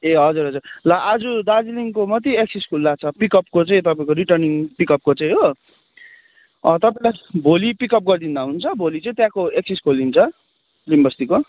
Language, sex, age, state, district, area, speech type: Nepali, male, 30-45, West Bengal, Darjeeling, rural, conversation